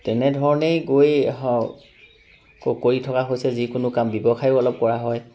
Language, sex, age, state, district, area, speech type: Assamese, male, 30-45, Assam, Charaideo, urban, spontaneous